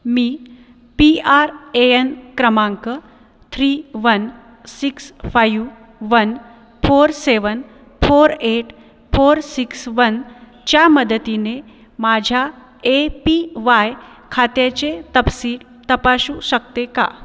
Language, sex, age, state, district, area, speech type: Marathi, female, 30-45, Maharashtra, Buldhana, urban, read